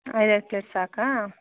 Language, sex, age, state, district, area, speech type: Kannada, female, 30-45, Karnataka, Chitradurga, rural, conversation